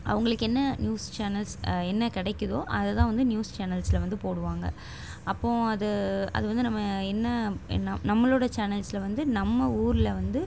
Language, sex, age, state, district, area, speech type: Tamil, female, 18-30, Tamil Nadu, Chennai, urban, spontaneous